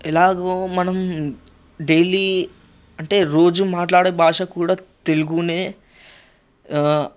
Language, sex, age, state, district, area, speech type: Telugu, male, 18-30, Telangana, Ranga Reddy, urban, spontaneous